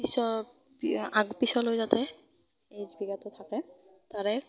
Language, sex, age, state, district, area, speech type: Assamese, female, 18-30, Assam, Darrang, rural, spontaneous